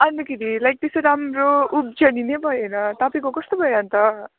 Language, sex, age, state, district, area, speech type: Nepali, female, 18-30, West Bengal, Jalpaiguri, rural, conversation